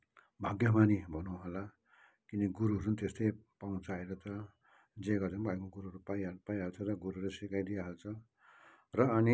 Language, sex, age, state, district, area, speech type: Nepali, male, 60+, West Bengal, Kalimpong, rural, spontaneous